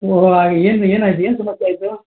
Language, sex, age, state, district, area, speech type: Kannada, male, 45-60, Karnataka, Mysore, urban, conversation